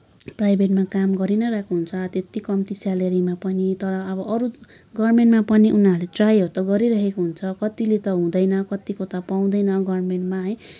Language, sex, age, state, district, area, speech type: Nepali, female, 18-30, West Bengal, Kalimpong, rural, spontaneous